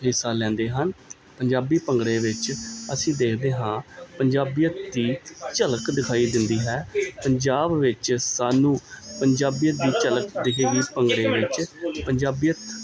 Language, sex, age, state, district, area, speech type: Punjabi, male, 30-45, Punjab, Gurdaspur, urban, spontaneous